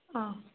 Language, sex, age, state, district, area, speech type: Kannada, female, 18-30, Karnataka, Davanagere, rural, conversation